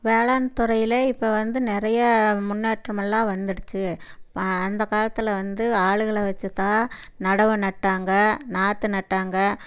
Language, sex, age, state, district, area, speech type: Tamil, female, 60+, Tamil Nadu, Erode, urban, spontaneous